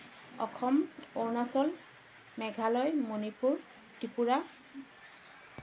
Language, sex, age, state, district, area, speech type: Assamese, female, 45-60, Assam, Dibrugarh, rural, spontaneous